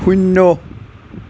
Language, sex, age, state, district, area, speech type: Assamese, male, 18-30, Assam, Nalbari, rural, read